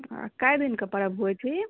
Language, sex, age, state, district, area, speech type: Maithili, female, 18-30, Bihar, Purnia, rural, conversation